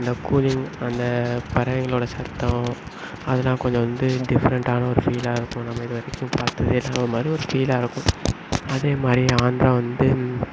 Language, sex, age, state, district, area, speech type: Tamil, male, 18-30, Tamil Nadu, Sivaganga, rural, spontaneous